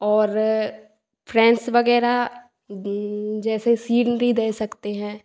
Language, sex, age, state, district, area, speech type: Hindi, female, 18-30, Madhya Pradesh, Hoshangabad, rural, spontaneous